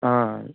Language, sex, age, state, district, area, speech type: Tamil, male, 18-30, Tamil Nadu, Ariyalur, rural, conversation